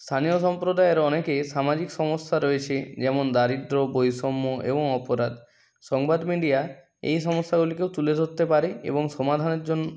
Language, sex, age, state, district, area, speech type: Bengali, male, 30-45, West Bengal, South 24 Parganas, rural, spontaneous